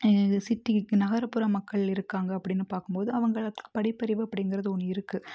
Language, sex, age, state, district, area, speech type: Tamil, female, 30-45, Tamil Nadu, Tiruppur, rural, spontaneous